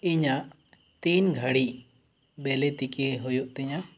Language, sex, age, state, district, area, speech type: Santali, male, 18-30, West Bengal, Bankura, rural, read